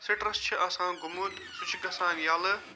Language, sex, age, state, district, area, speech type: Kashmiri, male, 45-60, Jammu and Kashmir, Budgam, urban, spontaneous